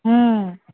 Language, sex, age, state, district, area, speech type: Urdu, female, 60+, Bihar, Khagaria, rural, conversation